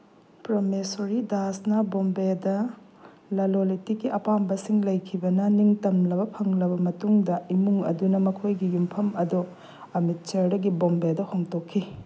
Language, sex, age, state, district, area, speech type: Manipuri, female, 30-45, Manipur, Bishnupur, rural, read